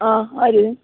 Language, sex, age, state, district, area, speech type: Malayalam, male, 18-30, Kerala, Kasaragod, urban, conversation